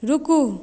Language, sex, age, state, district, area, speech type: Maithili, female, 18-30, Bihar, Madhubani, rural, read